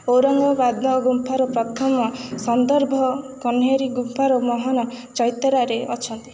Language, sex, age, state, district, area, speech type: Odia, female, 18-30, Odisha, Kendrapara, urban, read